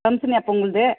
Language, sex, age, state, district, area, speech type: Tamil, female, 30-45, Tamil Nadu, Tirupattur, rural, conversation